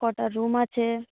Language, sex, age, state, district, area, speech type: Bengali, female, 45-60, West Bengal, Paschim Medinipur, urban, conversation